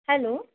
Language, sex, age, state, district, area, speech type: Marathi, female, 30-45, Maharashtra, Kolhapur, urban, conversation